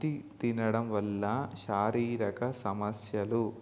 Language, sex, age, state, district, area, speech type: Telugu, male, 18-30, Telangana, Mahabubabad, urban, spontaneous